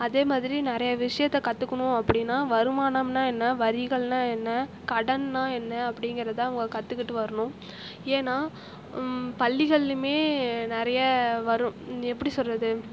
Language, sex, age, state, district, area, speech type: Tamil, female, 45-60, Tamil Nadu, Tiruvarur, rural, spontaneous